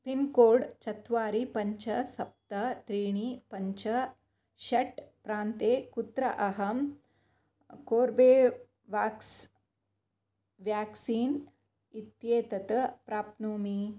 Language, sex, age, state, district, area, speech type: Sanskrit, female, 30-45, Karnataka, Dakshina Kannada, urban, read